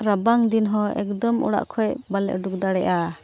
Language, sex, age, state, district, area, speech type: Santali, female, 18-30, Jharkhand, Pakur, rural, spontaneous